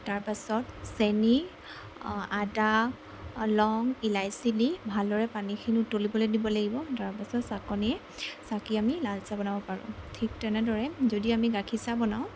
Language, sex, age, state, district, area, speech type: Assamese, female, 18-30, Assam, Jorhat, urban, spontaneous